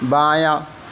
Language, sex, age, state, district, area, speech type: Urdu, male, 18-30, Uttar Pradesh, Gautam Buddha Nagar, rural, read